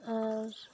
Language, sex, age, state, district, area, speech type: Santali, female, 18-30, West Bengal, Purulia, rural, spontaneous